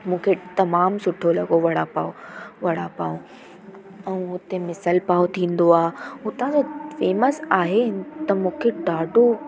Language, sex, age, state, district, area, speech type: Sindhi, female, 18-30, Delhi, South Delhi, urban, spontaneous